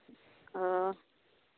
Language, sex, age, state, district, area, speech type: Santali, female, 18-30, West Bengal, Uttar Dinajpur, rural, conversation